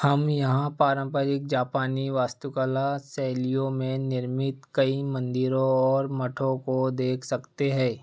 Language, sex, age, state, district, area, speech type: Hindi, male, 30-45, Madhya Pradesh, Seoni, rural, read